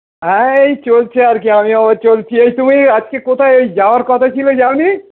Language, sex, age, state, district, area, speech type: Bengali, male, 60+, West Bengal, Howrah, urban, conversation